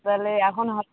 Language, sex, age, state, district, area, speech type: Bengali, female, 30-45, West Bengal, Birbhum, urban, conversation